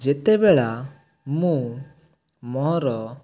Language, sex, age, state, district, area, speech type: Odia, male, 18-30, Odisha, Rayagada, rural, spontaneous